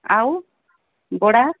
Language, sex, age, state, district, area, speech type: Odia, female, 45-60, Odisha, Sundergarh, rural, conversation